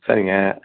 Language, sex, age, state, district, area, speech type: Tamil, male, 45-60, Tamil Nadu, Nagapattinam, rural, conversation